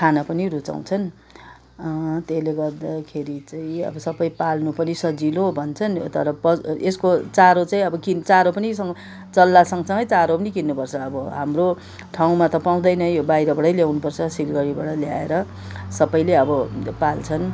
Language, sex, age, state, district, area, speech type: Nepali, female, 60+, West Bengal, Kalimpong, rural, spontaneous